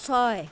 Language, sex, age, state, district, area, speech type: Assamese, female, 60+, Assam, Lakhimpur, rural, read